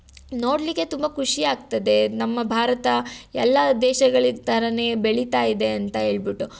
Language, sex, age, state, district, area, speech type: Kannada, female, 18-30, Karnataka, Tumkur, rural, spontaneous